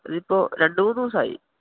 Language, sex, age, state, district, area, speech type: Malayalam, male, 18-30, Kerala, Wayanad, rural, conversation